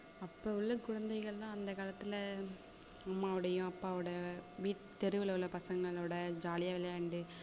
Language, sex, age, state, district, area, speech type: Tamil, female, 18-30, Tamil Nadu, Thanjavur, urban, spontaneous